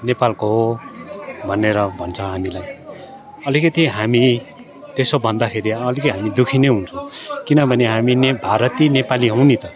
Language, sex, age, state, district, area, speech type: Nepali, male, 45-60, West Bengal, Darjeeling, rural, spontaneous